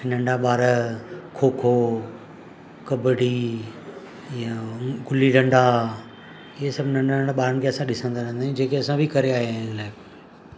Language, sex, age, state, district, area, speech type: Sindhi, male, 45-60, Maharashtra, Mumbai Suburban, urban, spontaneous